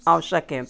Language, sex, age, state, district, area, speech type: Hindi, female, 60+, Madhya Pradesh, Hoshangabad, urban, spontaneous